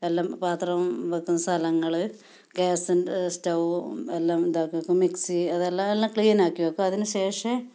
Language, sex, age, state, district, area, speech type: Malayalam, female, 45-60, Kerala, Kasaragod, rural, spontaneous